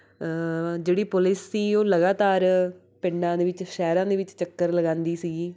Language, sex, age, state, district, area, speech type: Punjabi, female, 18-30, Punjab, Patiala, urban, spontaneous